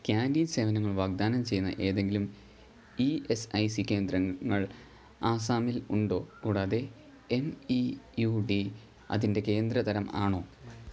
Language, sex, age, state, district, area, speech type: Malayalam, male, 18-30, Kerala, Pathanamthitta, rural, read